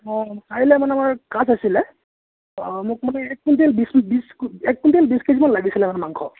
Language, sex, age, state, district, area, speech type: Assamese, male, 30-45, Assam, Morigaon, rural, conversation